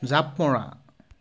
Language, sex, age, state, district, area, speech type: Assamese, male, 30-45, Assam, Sivasagar, urban, read